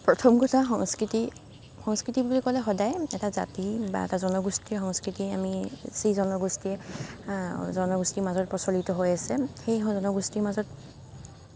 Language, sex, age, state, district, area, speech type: Assamese, female, 45-60, Assam, Nagaon, rural, spontaneous